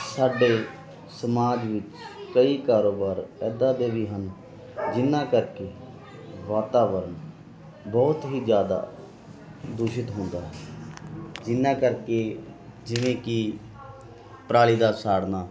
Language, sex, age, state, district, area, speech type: Punjabi, male, 18-30, Punjab, Muktsar, rural, spontaneous